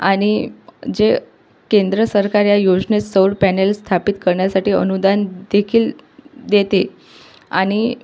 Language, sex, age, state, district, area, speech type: Marathi, female, 18-30, Maharashtra, Amravati, rural, spontaneous